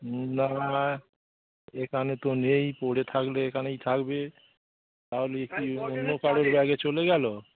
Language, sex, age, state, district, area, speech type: Bengali, male, 45-60, West Bengal, Dakshin Dinajpur, rural, conversation